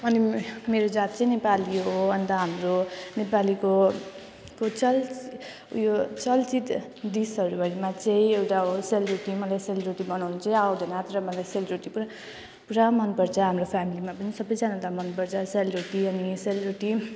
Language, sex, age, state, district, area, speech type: Nepali, female, 18-30, West Bengal, Jalpaiguri, rural, spontaneous